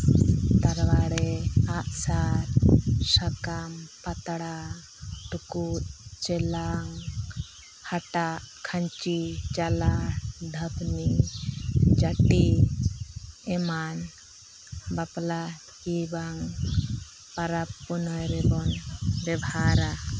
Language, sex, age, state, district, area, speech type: Santali, female, 30-45, Jharkhand, Seraikela Kharsawan, rural, spontaneous